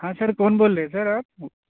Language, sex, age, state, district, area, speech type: Urdu, male, 30-45, Uttar Pradesh, Balrampur, rural, conversation